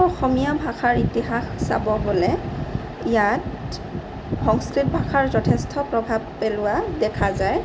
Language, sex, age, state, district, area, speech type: Assamese, female, 18-30, Assam, Sonitpur, rural, spontaneous